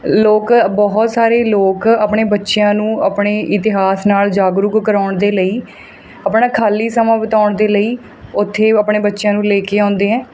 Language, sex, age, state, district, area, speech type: Punjabi, female, 30-45, Punjab, Mohali, rural, spontaneous